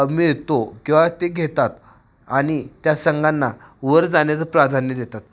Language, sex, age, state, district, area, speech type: Marathi, male, 18-30, Maharashtra, Satara, urban, spontaneous